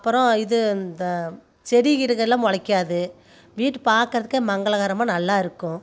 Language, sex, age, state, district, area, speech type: Tamil, female, 30-45, Tamil Nadu, Coimbatore, rural, spontaneous